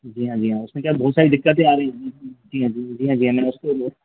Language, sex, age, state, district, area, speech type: Hindi, male, 45-60, Madhya Pradesh, Hoshangabad, rural, conversation